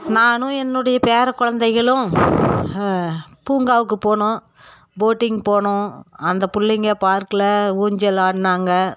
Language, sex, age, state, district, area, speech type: Tamil, female, 45-60, Tamil Nadu, Dharmapuri, rural, spontaneous